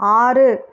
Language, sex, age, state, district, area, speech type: Tamil, female, 30-45, Tamil Nadu, Ranipet, urban, read